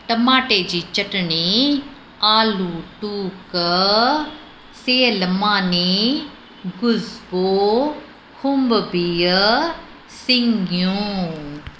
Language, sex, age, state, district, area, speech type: Sindhi, female, 45-60, Uttar Pradesh, Lucknow, rural, spontaneous